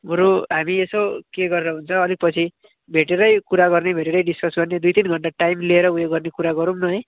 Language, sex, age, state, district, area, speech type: Nepali, male, 45-60, West Bengal, Darjeeling, rural, conversation